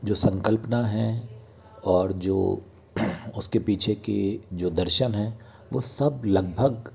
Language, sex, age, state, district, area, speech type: Hindi, male, 60+, Madhya Pradesh, Bhopal, urban, spontaneous